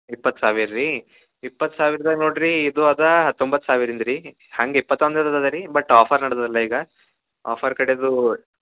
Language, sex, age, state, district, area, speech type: Kannada, male, 18-30, Karnataka, Bidar, urban, conversation